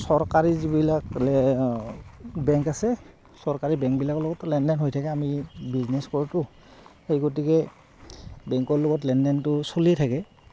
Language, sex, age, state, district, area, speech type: Assamese, male, 30-45, Assam, Goalpara, urban, spontaneous